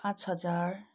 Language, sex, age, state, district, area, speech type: Nepali, female, 30-45, West Bengal, Kalimpong, rural, spontaneous